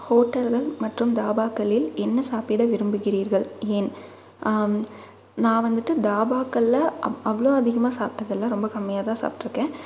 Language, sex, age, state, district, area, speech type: Tamil, female, 18-30, Tamil Nadu, Tiruppur, urban, spontaneous